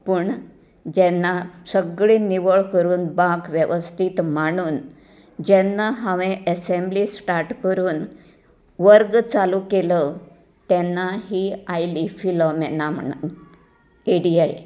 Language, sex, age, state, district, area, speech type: Goan Konkani, female, 60+, Goa, Canacona, rural, spontaneous